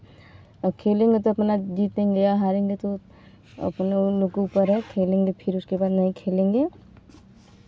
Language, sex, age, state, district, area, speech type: Hindi, female, 18-30, Uttar Pradesh, Varanasi, rural, spontaneous